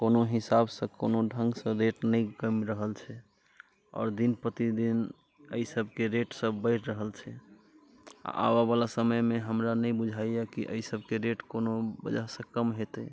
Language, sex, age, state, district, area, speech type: Maithili, male, 30-45, Bihar, Muzaffarpur, urban, read